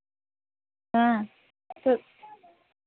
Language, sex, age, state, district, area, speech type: Hindi, female, 60+, Uttar Pradesh, Sitapur, rural, conversation